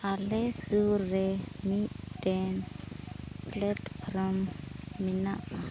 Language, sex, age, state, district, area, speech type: Santali, female, 18-30, Jharkhand, Pakur, rural, spontaneous